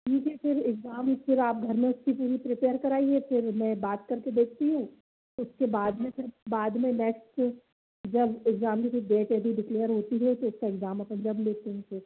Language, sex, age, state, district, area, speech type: Hindi, male, 30-45, Madhya Pradesh, Bhopal, urban, conversation